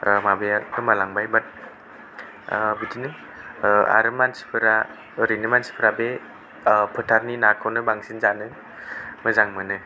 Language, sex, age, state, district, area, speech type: Bodo, male, 18-30, Assam, Kokrajhar, rural, spontaneous